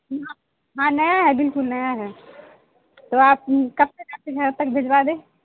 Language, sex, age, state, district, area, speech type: Urdu, female, 18-30, Bihar, Saharsa, rural, conversation